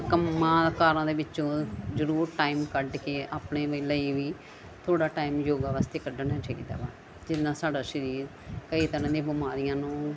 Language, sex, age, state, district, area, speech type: Punjabi, female, 45-60, Punjab, Gurdaspur, urban, spontaneous